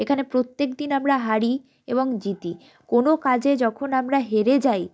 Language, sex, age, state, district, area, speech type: Bengali, female, 18-30, West Bengal, Jalpaiguri, rural, spontaneous